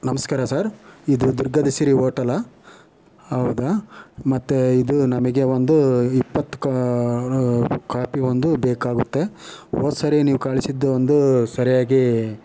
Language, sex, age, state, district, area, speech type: Kannada, male, 18-30, Karnataka, Chitradurga, rural, spontaneous